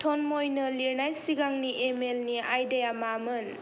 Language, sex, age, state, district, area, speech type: Bodo, female, 18-30, Assam, Kokrajhar, rural, read